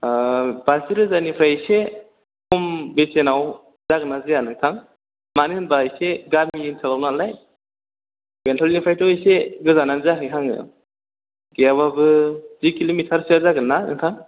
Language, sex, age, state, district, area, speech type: Bodo, male, 18-30, Assam, Chirang, rural, conversation